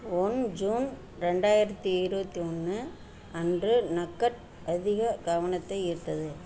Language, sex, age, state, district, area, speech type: Tamil, female, 60+, Tamil Nadu, Perambalur, urban, read